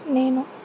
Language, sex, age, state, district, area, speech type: Telugu, female, 18-30, Andhra Pradesh, Anantapur, urban, spontaneous